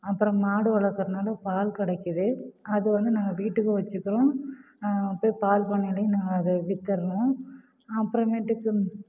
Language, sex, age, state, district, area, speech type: Tamil, female, 30-45, Tamil Nadu, Namakkal, rural, spontaneous